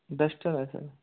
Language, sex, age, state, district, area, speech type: Hindi, male, 18-30, Rajasthan, Jodhpur, rural, conversation